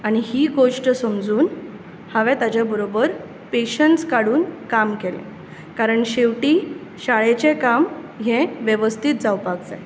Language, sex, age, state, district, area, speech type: Goan Konkani, female, 30-45, Goa, Bardez, urban, spontaneous